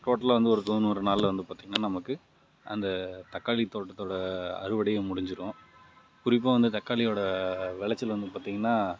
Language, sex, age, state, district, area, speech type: Tamil, male, 30-45, Tamil Nadu, Dharmapuri, rural, spontaneous